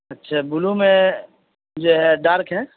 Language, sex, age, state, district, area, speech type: Urdu, male, 18-30, Uttar Pradesh, Saharanpur, urban, conversation